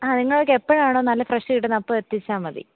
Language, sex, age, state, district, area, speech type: Malayalam, female, 18-30, Kerala, Alappuzha, rural, conversation